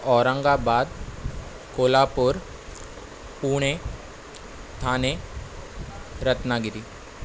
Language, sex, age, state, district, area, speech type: Sindhi, male, 18-30, Maharashtra, Thane, urban, spontaneous